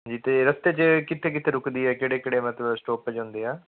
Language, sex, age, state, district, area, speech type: Punjabi, male, 18-30, Punjab, Fazilka, rural, conversation